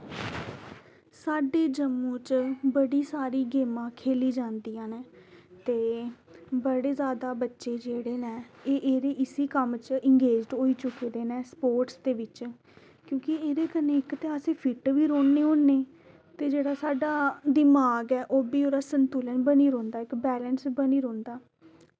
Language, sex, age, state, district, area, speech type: Dogri, female, 18-30, Jammu and Kashmir, Samba, urban, spontaneous